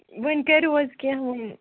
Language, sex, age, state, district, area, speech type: Kashmiri, female, 45-60, Jammu and Kashmir, Ganderbal, rural, conversation